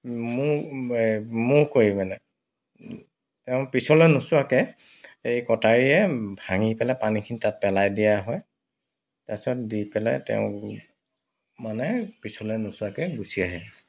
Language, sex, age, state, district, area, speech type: Assamese, male, 45-60, Assam, Dibrugarh, rural, spontaneous